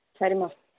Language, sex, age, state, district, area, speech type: Tamil, female, 18-30, Tamil Nadu, Ranipet, rural, conversation